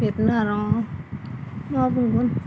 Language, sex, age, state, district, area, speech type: Bodo, female, 30-45, Assam, Goalpara, rural, spontaneous